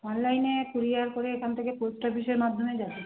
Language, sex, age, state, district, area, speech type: Bengali, female, 30-45, West Bengal, Howrah, urban, conversation